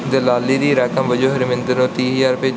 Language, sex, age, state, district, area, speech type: Punjabi, male, 30-45, Punjab, Barnala, rural, read